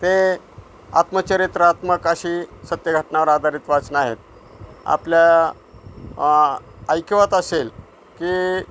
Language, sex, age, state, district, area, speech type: Marathi, male, 60+, Maharashtra, Osmanabad, rural, spontaneous